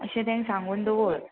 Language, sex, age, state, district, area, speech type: Goan Konkani, female, 18-30, Goa, Salcete, rural, conversation